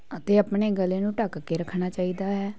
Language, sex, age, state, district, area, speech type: Punjabi, female, 18-30, Punjab, Patiala, rural, spontaneous